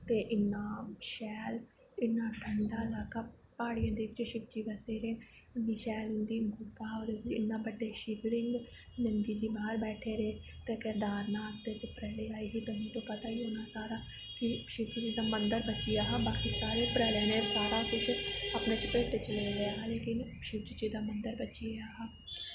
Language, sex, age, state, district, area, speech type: Dogri, female, 18-30, Jammu and Kashmir, Reasi, urban, spontaneous